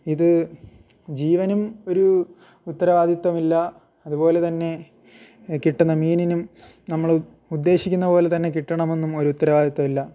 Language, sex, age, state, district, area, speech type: Malayalam, male, 18-30, Kerala, Thiruvananthapuram, rural, spontaneous